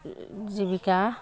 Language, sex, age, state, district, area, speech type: Assamese, female, 45-60, Assam, Jorhat, urban, spontaneous